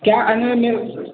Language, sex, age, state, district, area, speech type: Hindi, male, 18-30, Madhya Pradesh, Balaghat, rural, conversation